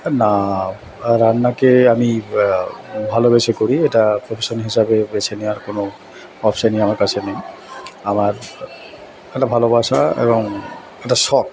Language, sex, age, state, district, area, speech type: Bengali, male, 45-60, West Bengal, Purba Bardhaman, urban, spontaneous